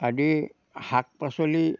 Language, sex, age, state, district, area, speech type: Assamese, male, 60+, Assam, Dhemaji, rural, spontaneous